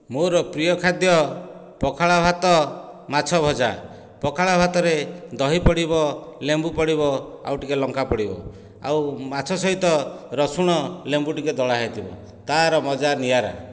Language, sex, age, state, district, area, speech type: Odia, male, 45-60, Odisha, Dhenkanal, rural, spontaneous